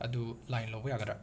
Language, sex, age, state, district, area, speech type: Manipuri, male, 30-45, Manipur, Imphal West, urban, spontaneous